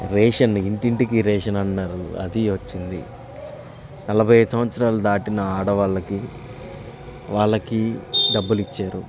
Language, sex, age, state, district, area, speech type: Telugu, male, 30-45, Andhra Pradesh, Bapatla, urban, spontaneous